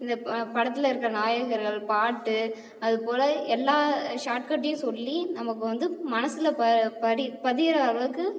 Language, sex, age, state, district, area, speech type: Tamil, female, 18-30, Tamil Nadu, Cuddalore, rural, spontaneous